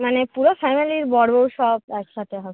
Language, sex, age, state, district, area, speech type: Bengali, female, 18-30, West Bengal, Dakshin Dinajpur, urban, conversation